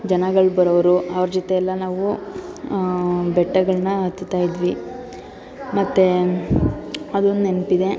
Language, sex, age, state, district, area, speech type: Kannada, female, 18-30, Karnataka, Tumkur, urban, spontaneous